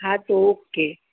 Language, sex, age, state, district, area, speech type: Gujarati, female, 30-45, Gujarat, Rajkot, rural, conversation